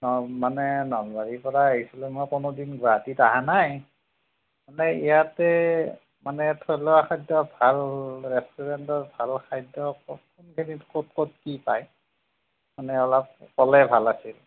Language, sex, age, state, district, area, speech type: Assamese, male, 45-60, Assam, Kamrup Metropolitan, rural, conversation